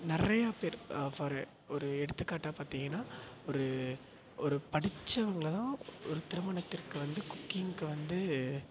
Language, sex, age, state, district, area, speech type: Tamil, male, 18-30, Tamil Nadu, Perambalur, urban, spontaneous